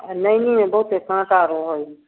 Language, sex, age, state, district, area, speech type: Maithili, female, 45-60, Bihar, Samastipur, rural, conversation